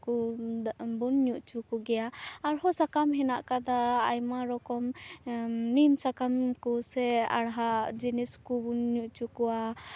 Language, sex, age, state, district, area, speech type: Santali, female, 18-30, West Bengal, Purba Bardhaman, rural, spontaneous